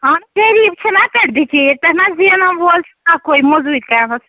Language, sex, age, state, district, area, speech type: Kashmiri, female, 30-45, Jammu and Kashmir, Ganderbal, rural, conversation